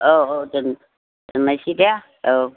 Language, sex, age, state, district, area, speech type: Bodo, female, 60+, Assam, Chirang, rural, conversation